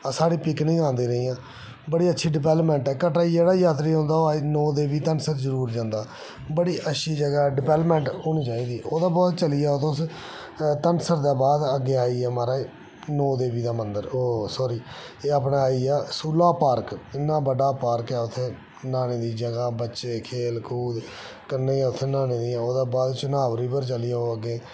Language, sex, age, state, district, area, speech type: Dogri, male, 30-45, Jammu and Kashmir, Reasi, rural, spontaneous